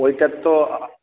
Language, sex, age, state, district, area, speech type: Bengali, male, 45-60, West Bengal, Purulia, urban, conversation